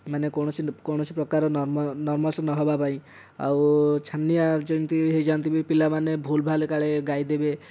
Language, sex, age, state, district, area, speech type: Odia, male, 18-30, Odisha, Dhenkanal, rural, spontaneous